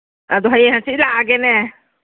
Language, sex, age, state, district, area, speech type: Manipuri, female, 60+, Manipur, Churachandpur, urban, conversation